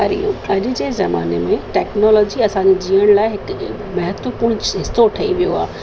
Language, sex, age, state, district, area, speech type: Sindhi, female, 45-60, Gujarat, Kutch, rural, spontaneous